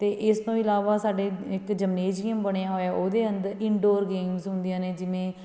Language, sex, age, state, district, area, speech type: Punjabi, female, 30-45, Punjab, Fatehgarh Sahib, urban, spontaneous